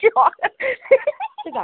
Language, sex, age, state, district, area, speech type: Bengali, female, 45-60, West Bengal, Hooghly, rural, conversation